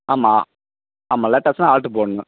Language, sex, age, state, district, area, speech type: Tamil, male, 30-45, Tamil Nadu, Theni, rural, conversation